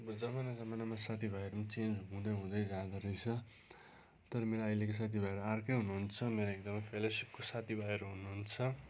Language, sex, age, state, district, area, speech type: Nepali, male, 30-45, West Bengal, Darjeeling, rural, spontaneous